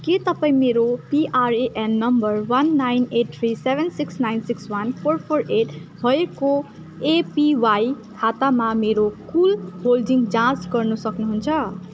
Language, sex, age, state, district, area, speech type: Nepali, female, 18-30, West Bengal, Darjeeling, rural, read